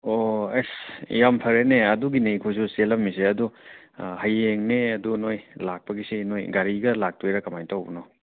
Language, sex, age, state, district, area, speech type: Manipuri, male, 30-45, Manipur, Churachandpur, rural, conversation